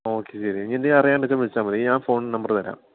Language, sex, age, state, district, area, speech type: Malayalam, male, 18-30, Kerala, Palakkad, urban, conversation